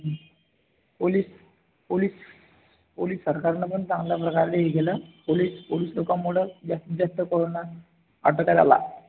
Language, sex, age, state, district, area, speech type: Marathi, male, 18-30, Maharashtra, Buldhana, urban, conversation